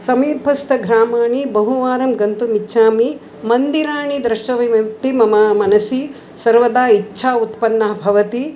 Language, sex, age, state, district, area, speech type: Sanskrit, female, 60+, Tamil Nadu, Chennai, urban, spontaneous